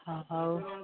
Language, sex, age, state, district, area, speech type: Odia, female, 45-60, Odisha, Nayagarh, rural, conversation